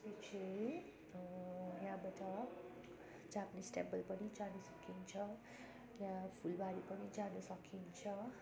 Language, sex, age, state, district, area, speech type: Nepali, female, 30-45, West Bengal, Darjeeling, rural, spontaneous